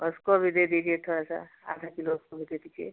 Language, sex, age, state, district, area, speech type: Hindi, female, 60+, Uttar Pradesh, Chandauli, urban, conversation